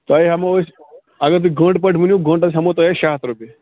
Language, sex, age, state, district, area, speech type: Kashmiri, male, 30-45, Jammu and Kashmir, Bandipora, rural, conversation